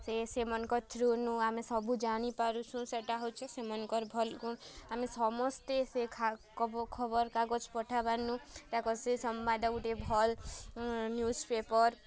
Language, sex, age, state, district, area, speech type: Odia, female, 18-30, Odisha, Kalahandi, rural, spontaneous